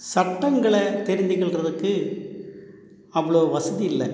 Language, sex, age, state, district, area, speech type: Tamil, male, 45-60, Tamil Nadu, Cuddalore, urban, spontaneous